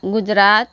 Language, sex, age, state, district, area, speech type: Marathi, female, 45-60, Maharashtra, Washim, rural, spontaneous